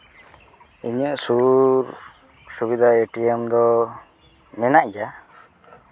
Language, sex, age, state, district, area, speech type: Santali, male, 18-30, West Bengal, Uttar Dinajpur, rural, spontaneous